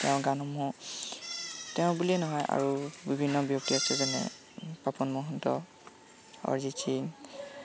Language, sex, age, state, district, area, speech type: Assamese, male, 18-30, Assam, Lakhimpur, rural, spontaneous